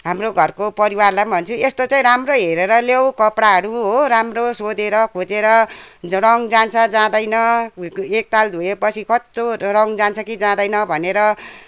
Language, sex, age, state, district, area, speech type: Nepali, female, 60+, West Bengal, Kalimpong, rural, spontaneous